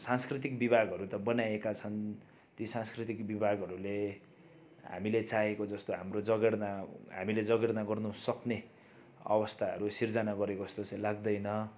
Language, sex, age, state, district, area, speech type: Nepali, male, 30-45, West Bengal, Darjeeling, rural, spontaneous